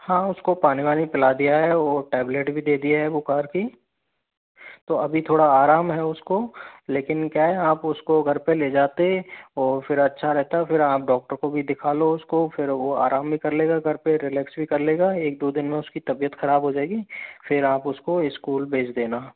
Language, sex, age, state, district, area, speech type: Hindi, male, 45-60, Rajasthan, Karauli, rural, conversation